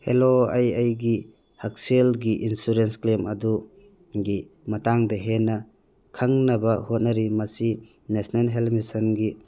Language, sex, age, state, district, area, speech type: Manipuri, male, 30-45, Manipur, Churachandpur, rural, read